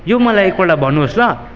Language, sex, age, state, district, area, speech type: Nepali, male, 18-30, West Bengal, Kalimpong, rural, spontaneous